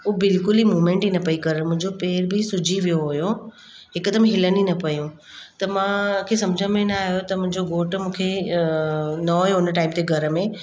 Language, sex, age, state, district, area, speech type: Sindhi, female, 30-45, Maharashtra, Mumbai Suburban, urban, spontaneous